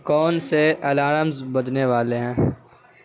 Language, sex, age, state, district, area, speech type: Urdu, male, 18-30, Delhi, Central Delhi, urban, read